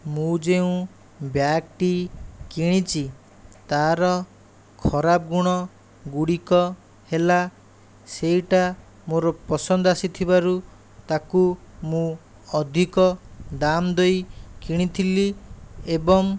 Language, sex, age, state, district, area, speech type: Odia, male, 45-60, Odisha, Khordha, rural, spontaneous